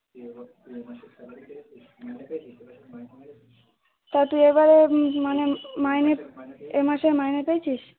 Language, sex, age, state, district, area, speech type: Bengali, female, 18-30, West Bengal, Uttar Dinajpur, urban, conversation